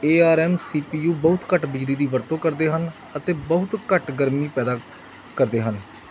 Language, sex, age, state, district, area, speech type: Punjabi, male, 30-45, Punjab, Gurdaspur, rural, read